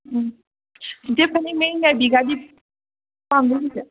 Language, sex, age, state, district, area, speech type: Manipuri, female, 18-30, Manipur, Kakching, rural, conversation